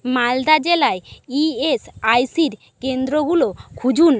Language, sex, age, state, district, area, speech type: Bengali, female, 45-60, West Bengal, Jhargram, rural, read